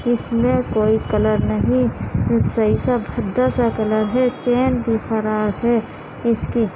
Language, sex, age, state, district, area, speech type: Urdu, female, 18-30, Uttar Pradesh, Gautam Buddha Nagar, urban, spontaneous